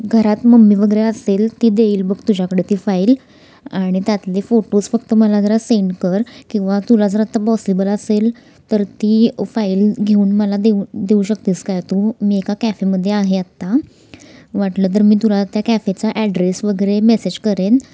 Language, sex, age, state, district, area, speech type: Marathi, female, 18-30, Maharashtra, Kolhapur, urban, spontaneous